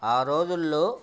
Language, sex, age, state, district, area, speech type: Telugu, male, 60+, Andhra Pradesh, Guntur, urban, spontaneous